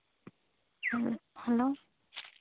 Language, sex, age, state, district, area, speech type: Santali, female, 18-30, West Bengal, Bankura, rural, conversation